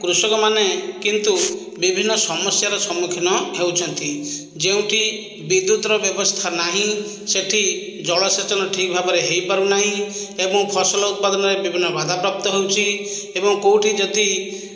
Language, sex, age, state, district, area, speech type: Odia, male, 45-60, Odisha, Khordha, rural, spontaneous